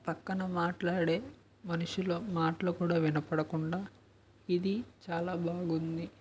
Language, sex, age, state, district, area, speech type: Telugu, male, 18-30, Andhra Pradesh, N T Rama Rao, urban, spontaneous